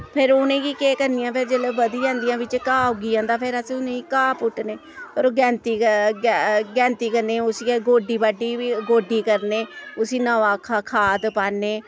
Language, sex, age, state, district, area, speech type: Dogri, female, 45-60, Jammu and Kashmir, Samba, rural, spontaneous